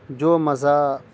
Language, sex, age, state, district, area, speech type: Urdu, male, 30-45, Bihar, Madhubani, rural, spontaneous